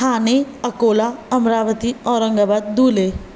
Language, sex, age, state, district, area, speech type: Sindhi, female, 18-30, Maharashtra, Thane, urban, spontaneous